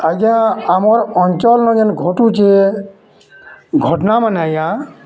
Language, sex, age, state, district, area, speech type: Odia, male, 45-60, Odisha, Bargarh, urban, spontaneous